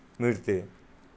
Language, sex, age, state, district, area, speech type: Marathi, male, 60+, Maharashtra, Nagpur, urban, spontaneous